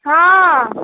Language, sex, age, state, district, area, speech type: Maithili, female, 18-30, Bihar, Madhubani, rural, conversation